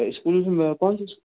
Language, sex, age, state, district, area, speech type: Hindi, male, 45-60, Rajasthan, Jodhpur, urban, conversation